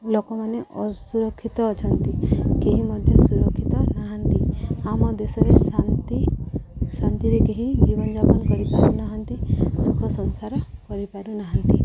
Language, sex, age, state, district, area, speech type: Odia, female, 45-60, Odisha, Subarnapur, urban, spontaneous